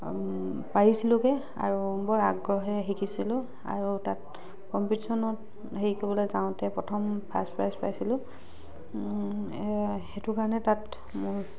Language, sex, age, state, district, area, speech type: Assamese, female, 45-60, Assam, Charaideo, urban, spontaneous